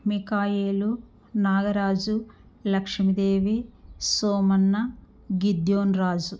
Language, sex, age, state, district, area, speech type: Telugu, female, 45-60, Andhra Pradesh, Kurnool, rural, spontaneous